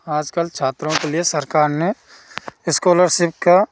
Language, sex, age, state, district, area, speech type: Hindi, male, 30-45, Rajasthan, Bharatpur, rural, spontaneous